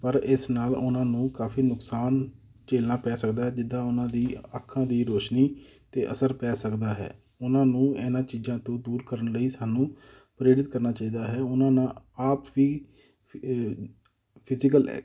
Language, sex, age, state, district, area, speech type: Punjabi, male, 30-45, Punjab, Amritsar, urban, spontaneous